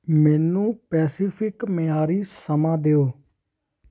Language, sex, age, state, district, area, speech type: Punjabi, male, 18-30, Punjab, Hoshiarpur, rural, read